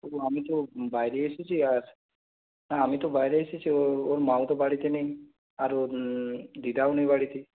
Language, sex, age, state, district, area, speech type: Bengali, male, 18-30, West Bengal, Purulia, rural, conversation